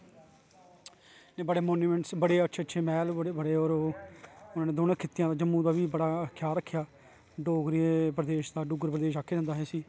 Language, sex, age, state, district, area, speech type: Dogri, male, 30-45, Jammu and Kashmir, Kathua, urban, spontaneous